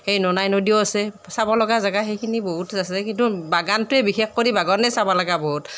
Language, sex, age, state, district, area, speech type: Assamese, female, 30-45, Assam, Nalbari, rural, spontaneous